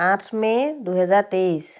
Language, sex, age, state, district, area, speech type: Assamese, female, 30-45, Assam, Dhemaji, urban, spontaneous